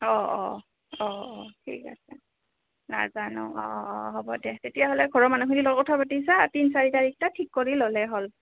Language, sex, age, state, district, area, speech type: Assamese, female, 18-30, Assam, Goalpara, rural, conversation